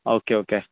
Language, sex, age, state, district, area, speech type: Malayalam, male, 18-30, Kerala, Wayanad, rural, conversation